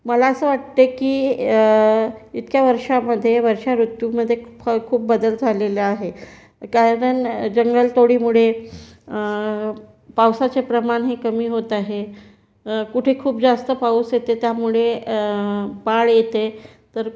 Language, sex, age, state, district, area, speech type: Marathi, female, 30-45, Maharashtra, Gondia, rural, spontaneous